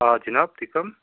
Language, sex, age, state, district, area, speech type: Kashmiri, male, 30-45, Jammu and Kashmir, Srinagar, urban, conversation